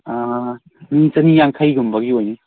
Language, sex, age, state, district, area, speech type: Manipuri, male, 18-30, Manipur, Kangpokpi, urban, conversation